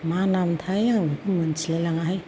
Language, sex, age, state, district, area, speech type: Bodo, female, 60+, Assam, Kokrajhar, urban, spontaneous